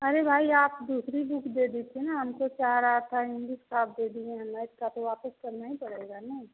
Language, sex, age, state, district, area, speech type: Hindi, female, 30-45, Uttar Pradesh, Azamgarh, rural, conversation